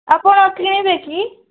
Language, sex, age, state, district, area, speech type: Odia, female, 45-60, Odisha, Nabarangpur, rural, conversation